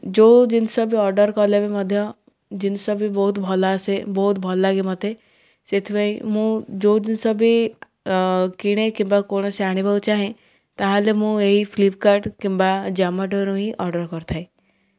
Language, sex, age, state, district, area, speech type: Odia, female, 18-30, Odisha, Ganjam, urban, spontaneous